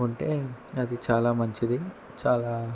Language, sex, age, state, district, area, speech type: Telugu, male, 18-30, Andhra Pradesh, N T Rama Rao, rural, spontaneous